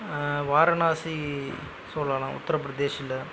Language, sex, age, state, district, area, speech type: Tamil, male, 45-60, Tamil Nadu, Dharmapuri, rural, spontaneous